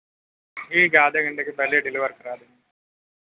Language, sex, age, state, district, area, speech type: Urdu, male, 30-45, Uttar Pradesh, Mau, urban, conversation